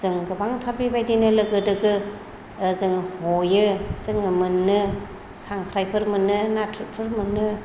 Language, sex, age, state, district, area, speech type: Bodo, female, 45-60, Assam, Chirang, rural, spontaneous